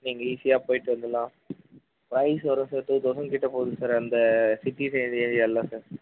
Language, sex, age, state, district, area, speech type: Tamil, male, 18-30, Tamil Nadu, Vellore, rural, conversation